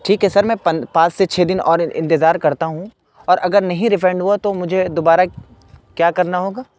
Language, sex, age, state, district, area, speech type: Urdu, male, 18-30, Uttar Pradesh, Saharanpur, urban, spontaneous